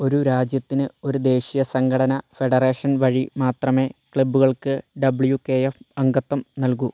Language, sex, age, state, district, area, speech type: Malayalam, male, 18-30, Kerala, Kottayam, rural, read